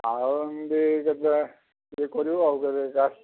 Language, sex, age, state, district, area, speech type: Odia, male, 60+, Odisha, Jharsuguda, rural, conversation